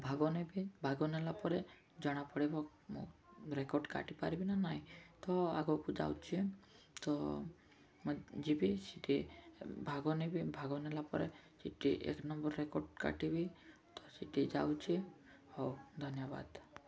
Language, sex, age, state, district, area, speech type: Odia, male, 18-30, Odisha, Nabarangpur, urban, spontaneous